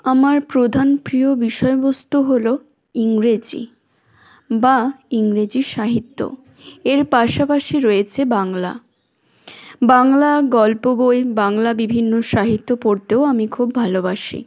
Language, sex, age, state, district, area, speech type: Bengali, female, 18-30, West Bengal, Hooghly, urban, spontaneous